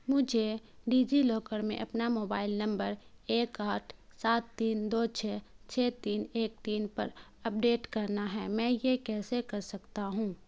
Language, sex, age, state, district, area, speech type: Urdu, female, 18-30, Bihar, Khagaria, rural, read